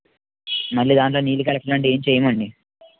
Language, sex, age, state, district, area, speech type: Telugu, male, 18-30, Andhra Pradesh, Eluru, urban, conversation